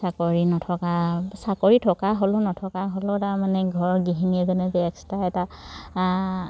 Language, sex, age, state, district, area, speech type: Assamese, female, 30-45, Assam, Charaideo, rural, spontaneous